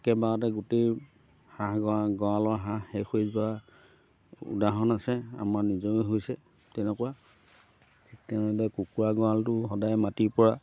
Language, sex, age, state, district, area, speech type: Assamese, male, 60+, Assam, Lakhimpur, urban, spontaneous